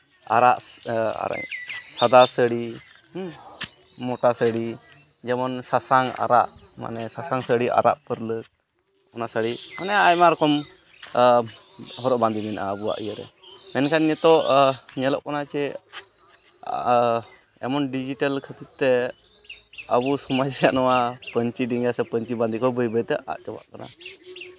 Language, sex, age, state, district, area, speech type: Santali, male, 18-30, West Bengal, Malda, rural, spontaneous